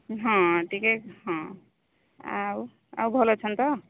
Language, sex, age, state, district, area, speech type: Odia, female, 45-60, Odisha, Sambalpur, rural, conversation